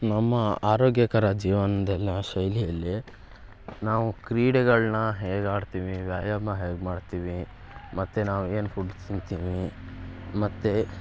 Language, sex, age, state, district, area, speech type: Kannada, male, 18-30, Karnataka, Shimoga, rural, spontaneous